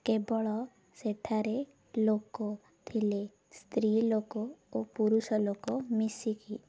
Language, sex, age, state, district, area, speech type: Odia, female, 18-30, Odisha, Ganjam, urban, spontaneous